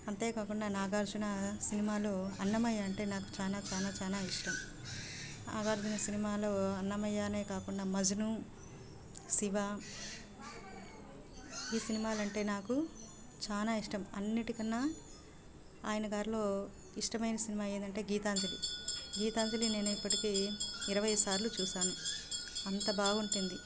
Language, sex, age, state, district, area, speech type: Telugu, female, 30-45, Andhra Pradesh, Sri Balaji, rural, spontaneous